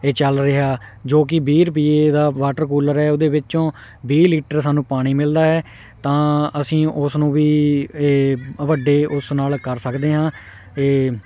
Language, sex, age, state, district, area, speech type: Punjabi, male, 18-30, Punjab, Hoshiarpur, rural, spontaneous